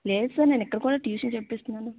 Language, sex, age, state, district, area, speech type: Telugu, female, 18-30, Andhra Pradesh, Vizianagaram, urban, conversation